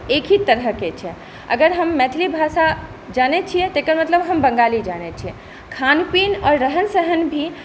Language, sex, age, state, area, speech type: Maithili, female, 45-60, Bihar, urban, spontaneous